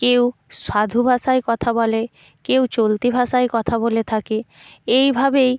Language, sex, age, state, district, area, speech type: Bengali, female, 30-45, West Bengal, Purba Medinipur, rural, spontaneous